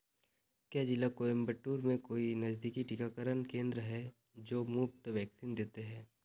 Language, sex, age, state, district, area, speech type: Hindi, male, 30-45, Madhya Pradesh, Betul, rural, read